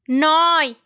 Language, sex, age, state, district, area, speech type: Bengali, female, 18-30, West Bengal, South 24 Parganas, rural, read